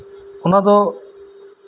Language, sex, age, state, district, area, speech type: Santali, male, 30-45, West Bengal, Birbhum, rural, spontaneous